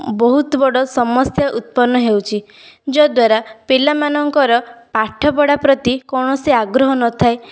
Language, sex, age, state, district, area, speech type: Odia, female, 18-30, Odisha, Balasore, rural, spontaneous